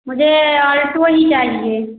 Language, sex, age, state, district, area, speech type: Hindi, female, 30-45, Bihar, Samastipur, rural, conversation